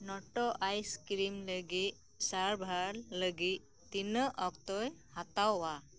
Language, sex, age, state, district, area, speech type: Santali, female, 30-45, West Bengal, Birbhum, rural, read